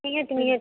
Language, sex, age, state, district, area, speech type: Odia, female, 18-30, Odisha, Balasore, rural, conversation